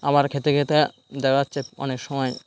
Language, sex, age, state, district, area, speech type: Bengali, male, 45-60, West Bengal, Birbhum, urban, spontaneous